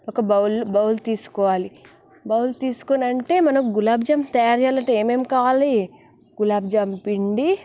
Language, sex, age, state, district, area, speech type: Telugu, female, 18-30, Telangana, Nalgonda, rural, spontaneous